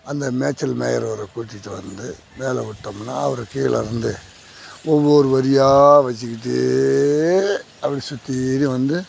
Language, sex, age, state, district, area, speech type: Tamil, male, 60+, Tamil Nadu, Kallakurichi, urban, spontaneous